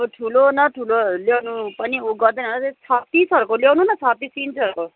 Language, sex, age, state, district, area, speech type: Nepali, female, 30-45, West Bengal, Kalimpong, rural, conversation